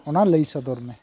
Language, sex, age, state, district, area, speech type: Santali, female, 18-30, West Bengal, Malda, rural, spontaneous